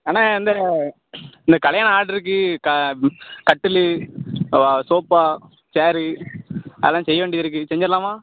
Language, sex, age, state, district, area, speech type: Tamil, male, 18-30, Tamil Nadu, Thoothukudi, rural, conversation